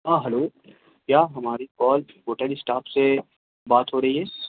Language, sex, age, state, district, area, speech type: Urdu, male, 18-30, Bihar, Gaya, urban, conversation